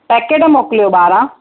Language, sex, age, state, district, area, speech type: Sindhi, female, 45-60, Maharashtra, Thane, urban, conversation